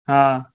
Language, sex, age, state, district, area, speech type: Hindi, male, 30-45, Madhya Pradesh, Gwalior, urban, conversation